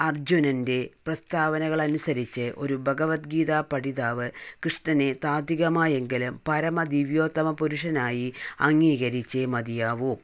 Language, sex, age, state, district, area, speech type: Malayalam, female, 45-60, Kerala, Palakkad, rural, spontaneous